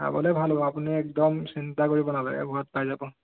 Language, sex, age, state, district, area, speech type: Assamese, male, 18-30, Assam, Sonitpur, rural, conversation